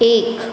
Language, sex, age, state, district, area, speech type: Hindi, female, 60+, Rajasthan, Jodhpur, urban, read